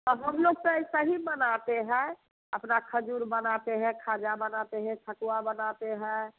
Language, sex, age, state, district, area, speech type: Hindi, female, 45-60, Bihar, Samastipur, rural, conversation